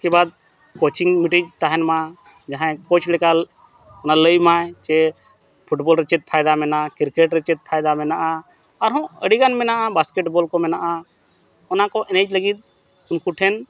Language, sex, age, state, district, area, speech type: Santali, male, 45-60, Jharkhand, Bokaro, rural, spontaneous